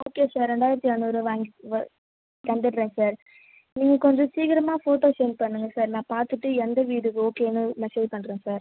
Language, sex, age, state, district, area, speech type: Tamil, female, 30-45, Tamil Nadu, Viluppuram, rural, conversation